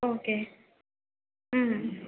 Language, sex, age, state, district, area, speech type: Tamil, female, 18-30, Tamil Nadu, Namakkal, urban, conversation